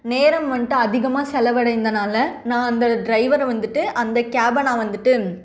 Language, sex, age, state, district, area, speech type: Tamil, female, 18-30, Tamil Nadu, Salem, rural, spontaneous